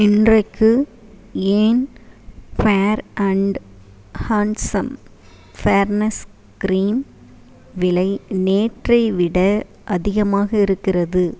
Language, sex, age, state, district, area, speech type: Tamil, female, 45-60, Tamil Nadu, Ariyalur, rural, read